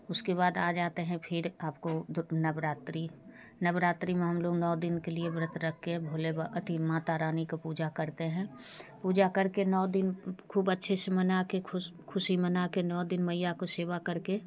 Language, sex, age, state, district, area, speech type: Hindi, female, 45-60, Bihar, Darbhanga, rural, spontaneous